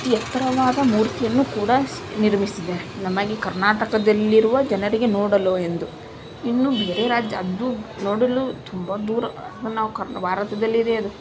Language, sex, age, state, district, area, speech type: Kannada, female, 18-30, Karnataka, Gadag, rural, spontaneous